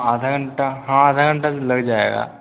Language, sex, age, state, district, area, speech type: Hindi, male, 18-30, Bihar, Vaishali, rural, conversation